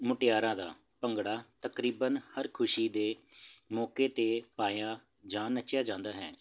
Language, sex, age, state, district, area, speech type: Punjabi, male, 30-45, Punjab, Jalandhar, urban, spontaneous